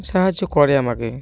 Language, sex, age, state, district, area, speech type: Bengali, male, 18-30, West Bengal, Cooch Behar, urban, spontaneous